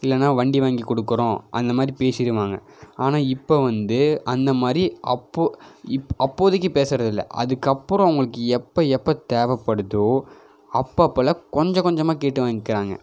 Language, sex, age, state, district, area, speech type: Tamil, male, 18-30, Tamil Nadu, Coimbatore, urban, spontaneous